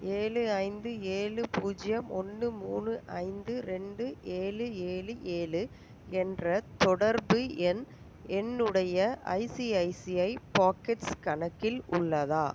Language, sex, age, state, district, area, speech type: Tamil, female, 18-30, Tamil Nadu, Pudukkottai, rural, read